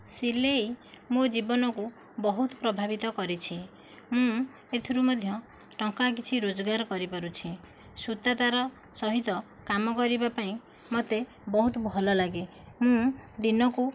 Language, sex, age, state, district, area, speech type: Odia, female, 30-45, Odisha, Nayagarh, rural, spontaneous